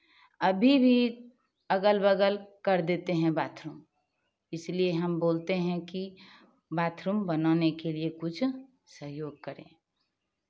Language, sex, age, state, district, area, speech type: Hindi, female, 45-60, Bihar, Begusarai, rural, spontaneous